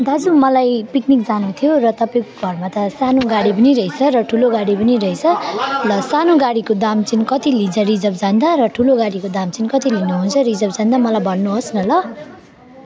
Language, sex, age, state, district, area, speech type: Nepali, female, 18-30, West Bengal, Alipurduar, urban, spontaneous